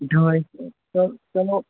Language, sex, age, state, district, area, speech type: Kashmiri, male, 45-60, Jammu and Kashmir, Srinagar, urban, conversation